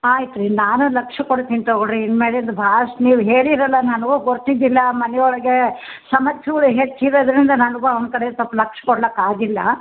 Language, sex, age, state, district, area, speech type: Kannada, female, 60+, Karnataka, Gulbarga, urban, conversation